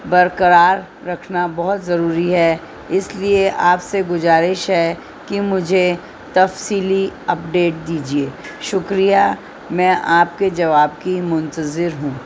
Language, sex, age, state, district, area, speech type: Urdu, female, 60+, Delhi, North East Delhi, urban, spontaneous